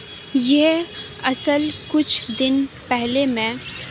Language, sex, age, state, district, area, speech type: Urdu, female, 30-45, Uttar Pradesh, Aligarh, rural, spontaneous